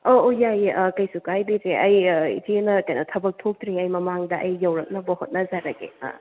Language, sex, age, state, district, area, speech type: Manipuri, female, 60+, Manipur, Imphal West, urban, conversation